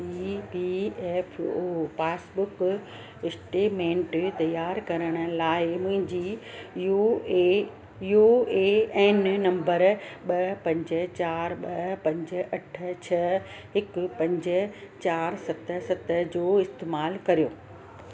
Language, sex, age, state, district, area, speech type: Sindhi, female, 45-60, Gujarat, Surat, urban, read